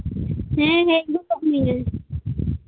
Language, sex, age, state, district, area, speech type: Santali, male, 30-45, Jharkhand, Pakur, rural, conversation